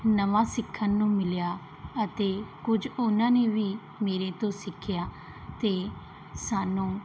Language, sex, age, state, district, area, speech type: Punjabi, female, 30-45, Punjab, Mansa, urban, spontaneous